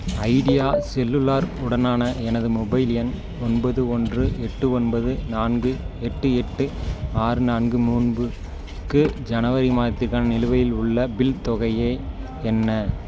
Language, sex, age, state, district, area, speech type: Tamil, male, 30-45, Tamil Nadu, Madurai, urban, read